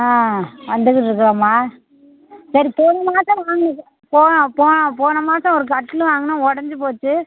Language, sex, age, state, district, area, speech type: Tamil, female, 60+, Tamil Nadu, Pudukkottai, rural, conversation